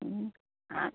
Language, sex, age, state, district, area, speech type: Bengali, female, 30-45, West Bengal, North 24 Parganas, urban, conversation